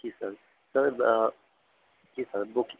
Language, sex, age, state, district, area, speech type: Hindi, male, 30-45, Madhya Pradesh, Harda, urban, conversation